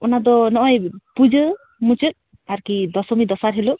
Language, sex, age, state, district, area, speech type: Santali, female, 18-30, West Bengal, Jhargram, rural, conversation